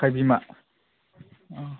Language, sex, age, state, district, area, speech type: Bodo, male, 18-30, Assam, Kokrajhar, urban, conversation